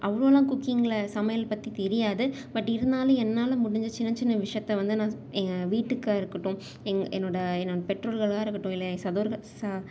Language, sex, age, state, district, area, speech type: Tamil, female, 18-30, Tamil Nadu, Salem, urban, spontaneous